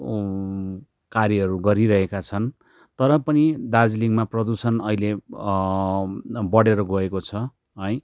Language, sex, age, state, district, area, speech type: Nepali, male, 30-45, West Bengal, Darjeeling, rural, spontaneous